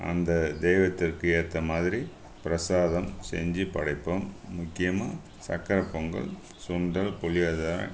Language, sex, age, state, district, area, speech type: Tamil, male, 60+, Tamil Nadu, Viluppuram, rural, spontaneous